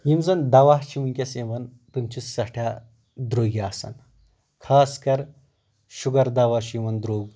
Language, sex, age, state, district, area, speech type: Kashmiri, male, 45-60, Jammu and Kashmir, Anantnag, rural, spontaneous